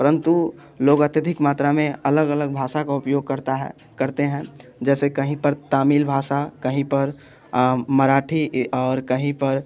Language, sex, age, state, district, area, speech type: Hindi, male, 18-30, Bihar, Muzaffarpur, rural, spontaneous